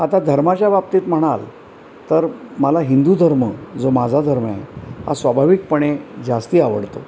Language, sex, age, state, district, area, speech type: Marathi, male, 60+, Maharashtra, Mumbai Suburban, urban, spontaneous